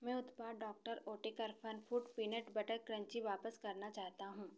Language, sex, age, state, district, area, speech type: Hindi, female, 30-45, Madhya Pradesh, Chhindwara, urban, read